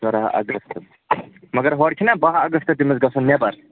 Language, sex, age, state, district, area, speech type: Kashmiri, male, 18-30, Jammu and Kashmir, Kupwara, rural, conversation